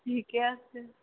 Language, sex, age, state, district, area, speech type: Assamese, female, 18-30, Assam, Darrang, rural, conversation